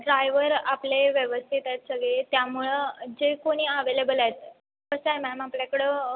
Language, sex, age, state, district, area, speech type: Marathi, female, 18-30, Maharashtra, Kolhapur, urban, conversation